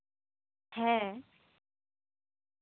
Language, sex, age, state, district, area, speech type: Santali, female, 18-30, West Bengal, Purba Bardhaman, rural, conversation